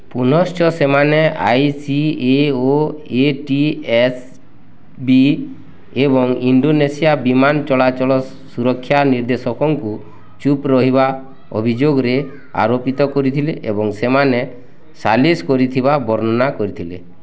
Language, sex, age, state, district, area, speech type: Odia, male, 30-45, Odisha, Bargarh, urban, read